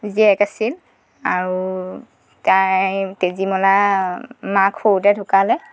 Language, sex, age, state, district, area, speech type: Assamese, female, 30-45, Assam, Golaghat, urban, spontaneous